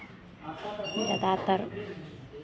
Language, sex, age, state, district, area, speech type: Hindi, female, 45-60, Bihar, Madhepura, rural, spontaneous